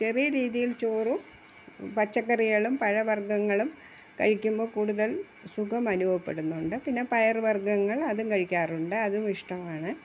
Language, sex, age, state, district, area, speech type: Malayalam, female, 60+, Kerala, Thiruvananthapuram, urban, spontaneous